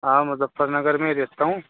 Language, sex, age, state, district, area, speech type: Urdu, male, 45-60, Uttar Pradesh, Muzaffarnagar, urban, conversation